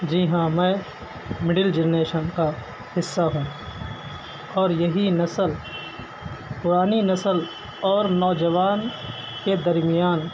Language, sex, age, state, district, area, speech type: Urdu, male, 30-45, Uttar Pradesh, Shahjahanpur, urban, spontaneous